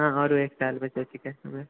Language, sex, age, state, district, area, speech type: Maithili, male, 30-45, Bihar, Purnia, rural, conversation